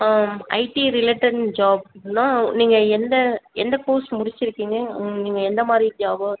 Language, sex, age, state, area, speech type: Tamil, female, 30-45, Tamil Nadu, urban, conversation